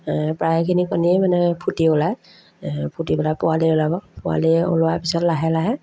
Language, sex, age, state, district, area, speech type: Assamese, female, 30-45, Assam, Majuli, urban, spontaneous